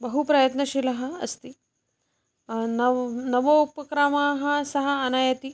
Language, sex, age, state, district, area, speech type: Sanskrit, female, 30-45, Maharashtra, Nagpur, urban, spontaneous